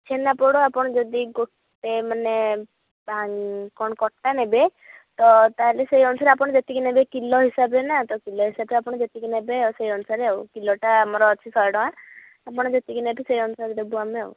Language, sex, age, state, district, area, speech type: Odia, female, 30-45, Odisha, Bhadrak, rural, conversation